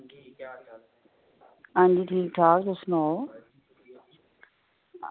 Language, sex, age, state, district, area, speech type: Dogri, female, 30-45, Jammu and Kashmir, Reasi, rural, conversation